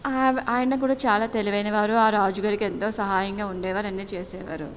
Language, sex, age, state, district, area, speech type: Telugu, female, 30-45, Andhra Pradesh, Anakapalli, urban, spontaneous